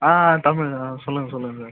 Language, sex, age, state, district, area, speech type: Tamil, male, 30-45, Tamil Nadu, Viluppuram, rural, conversation